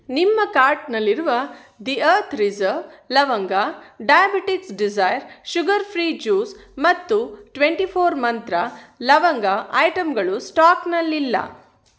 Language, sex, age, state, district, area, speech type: Kannada, female, 30-45, Karnataka, Kolar, urban, read